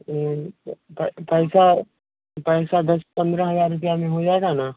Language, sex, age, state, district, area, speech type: Hindi, male, 18-30, Bihar, Vaishali, rural, conversation